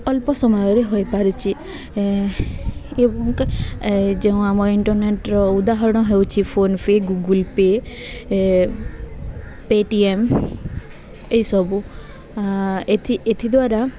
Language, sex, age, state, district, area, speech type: Odia, female, 18-30, Odisha, Subarnapur, urban, spontaneous